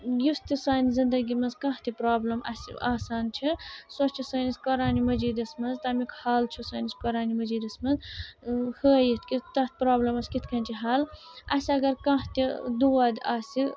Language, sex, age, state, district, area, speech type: Kashmiri, female, 30-45, Jammu and Kashmir, Srinagar, urban, spontaneous